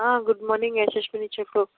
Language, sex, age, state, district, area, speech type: Telugu, female, 18-30, Andhra Pradesh, Anakapalli, urban, conversation